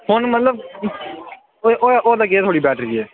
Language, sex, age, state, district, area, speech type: Dogri, male, 18-30, Jammu and Kashmir, Udhampur, rural, conversation